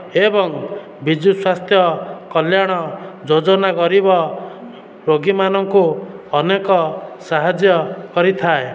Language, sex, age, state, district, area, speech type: Odia, male, 30-45, Odisha, Dhenkanal, rural, spontaneous